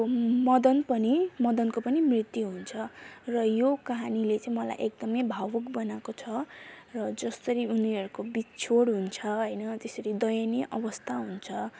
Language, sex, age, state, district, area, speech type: Nepali, female, 18-30, West Bengal, Alipurduar, rural, spontaneous